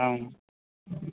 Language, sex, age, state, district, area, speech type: Tamil, male, 18-30, Tamil Nadu, Dharmapuri, urban, conversation